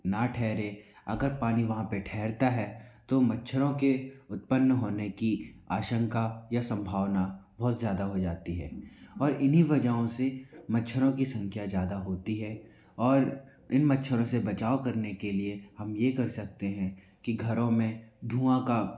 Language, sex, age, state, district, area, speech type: Hindi, male, 45-60, Madhya Pradesh, Bhopal, urban, spontaneous